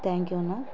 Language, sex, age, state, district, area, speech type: Telugu, female, 30-45, Andhra Pradesh, Kurnool, rural, spontaneous